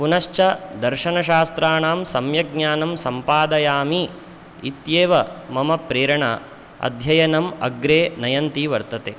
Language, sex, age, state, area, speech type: Sanskrit, male, 18-30, Chhattisgarh, rural, spontaneous